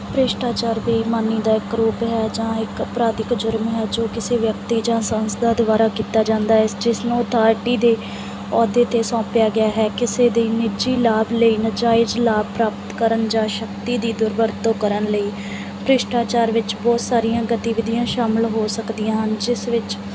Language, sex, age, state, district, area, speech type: Punjabi, female, 18-30, Punjab, Bathinda, rural, spontaneous